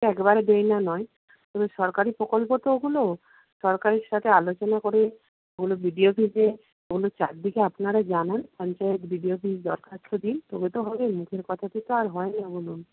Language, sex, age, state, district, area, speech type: Bengali, female, 45-60, West Bengal, Nadia, rural, conversation